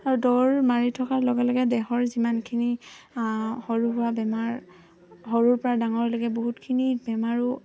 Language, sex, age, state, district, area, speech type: Assamese, female, 18-30, Assam, Dhemaji, urban, spontaneous